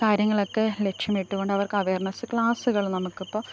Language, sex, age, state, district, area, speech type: Malayalam, female, 18-30, Kerala, Thiruvananthapuram, rural, spontaneous